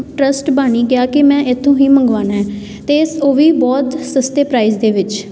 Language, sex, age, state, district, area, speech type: Punjabi, female, 18-30, Punjab, Tarn Taran, urban, spontaneous